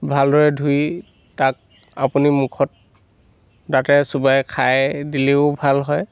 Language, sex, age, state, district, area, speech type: Assamese, male, 60+, Assam, Dhemaji, rural, spontaneous